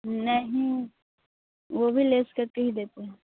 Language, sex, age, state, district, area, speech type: Hindi, female, 18-30, Bihar, Muzaffarpur, rural, conversation